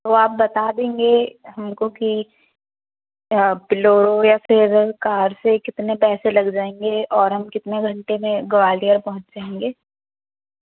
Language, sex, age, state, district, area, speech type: Hindi, female, 30-45, Madhya Pradesh, Bhopal, urban, conversation